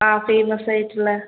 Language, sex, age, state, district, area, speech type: Malayalam, female, 18-30, Kerala, Kozhikode, urban, conversation